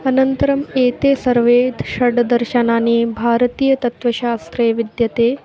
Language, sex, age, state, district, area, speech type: Sanskrit, female, 18-30, Madhya Pradesh, Ujjain, urban, spontaneous